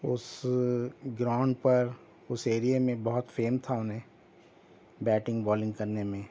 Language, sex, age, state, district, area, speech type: Urdu, female, 45-60, Telangana, Hyderabad, urban, spontaneous